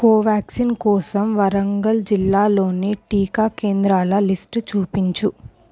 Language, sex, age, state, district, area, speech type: Telugu, female, 18-30, Telangana, Medchal, urban, read